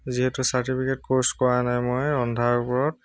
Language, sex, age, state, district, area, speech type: Assamese, male, 30-45, Assam, Tinsukia, rural, spontaneous